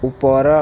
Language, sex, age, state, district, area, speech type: Odia, male, 60+, Odisha, Kandhamal, rural, read